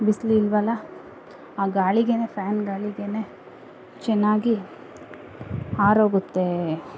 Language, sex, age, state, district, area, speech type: Kannada, female, 30-45, Karnataka, Kolar, urban, spontaneous